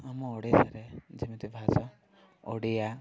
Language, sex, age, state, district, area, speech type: Odia, male, 18-30, Odisha, Koraput, urban, spontaneous